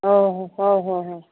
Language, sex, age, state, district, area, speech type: Odia, female, 30-45, Odisha, Ganjam, urban, conversation